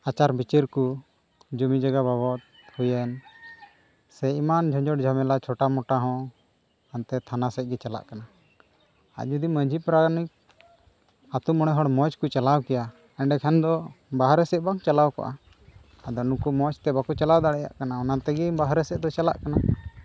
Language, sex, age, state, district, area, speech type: Santali, male, 18-30, Jharkhand, Pakur, rural, spontaneous